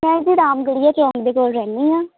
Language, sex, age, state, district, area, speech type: Punjabi, female, 18-30, Punjab, Hoshiarpur, rural, conversation